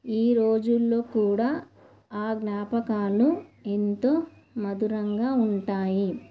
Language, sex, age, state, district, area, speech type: Telugu, female, 18-30, Telangana, Komaram Bheem, urban, spontaneous